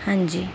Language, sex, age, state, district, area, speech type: Punjabi, female, 30-45, Punjab, Mansa, urban, spontaneous